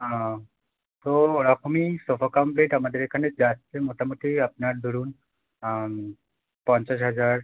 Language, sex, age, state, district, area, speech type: Bengali, male, 18-30, West Bengal, Howrah, urban, conversation